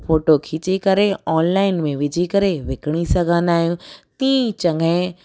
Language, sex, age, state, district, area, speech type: Sindhi, female, 18-30, Gujarat, Surat, urban, spontaneous